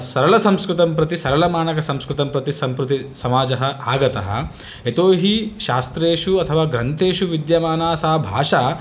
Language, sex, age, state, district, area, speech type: Sanskrit, male, 30-45, Andhra Pradesh, Chittoor, urban, spontaneous